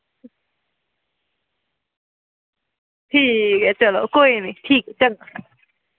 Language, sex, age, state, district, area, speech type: Dogri, female, 18-30, Jammu and Kashmir, Udhampur, urban, conversation